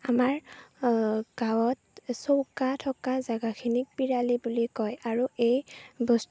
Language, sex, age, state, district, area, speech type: Assamese, female, 18-30, Assam, Chirang, rural, spontaneous